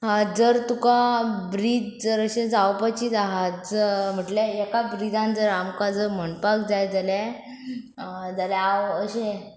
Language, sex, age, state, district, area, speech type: Goan Konkani, female, 18-30, Goa, Pernem, rural, spontaneous